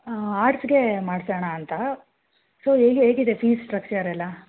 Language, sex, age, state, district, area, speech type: Kannada, female, 30-45, Karnataka, Bangalore Rural, rural, conversation